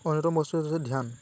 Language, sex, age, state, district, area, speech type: Assamese, male, 18-30, Assam, Lakhimpur, rural, spontaneous